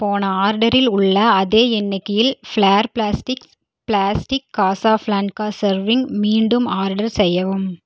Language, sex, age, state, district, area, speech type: Tamil, female, 18-30, Tamil Nadu, Erode, rural, read